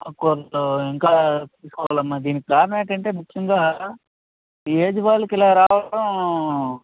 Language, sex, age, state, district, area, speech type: Telugu, male, 45-60, Andhra Pradesh, Vizianagaram, rural, conversation